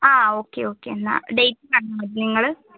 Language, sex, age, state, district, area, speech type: Malayalam, female, 30-45, Kerala, Wayanad, rural, conversation